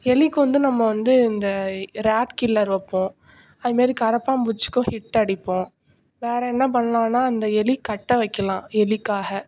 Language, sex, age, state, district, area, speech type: Tamil, female, 18-30, Tamil Nadu, Nagapattinam, rural, spontaneous